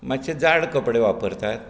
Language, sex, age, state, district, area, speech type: Goan Konkani, male, 60+, Goa, Bardez, rural, spontaneous